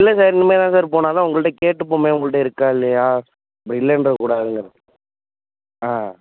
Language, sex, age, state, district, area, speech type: Tamil, male, 18-30, Tamil Nadu, Thanjavur, rural, conversation